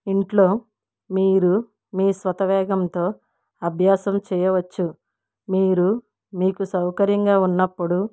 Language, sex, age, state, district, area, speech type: Telugu, female, 60+, Andhra Pradesh, East Godavari, rural, spontaneous